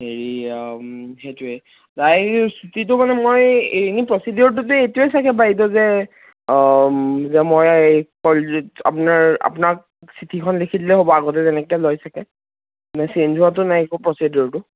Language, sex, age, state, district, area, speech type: Assamese, male, 18-30, Assam, Kamrup Metropolitan, urban, conversation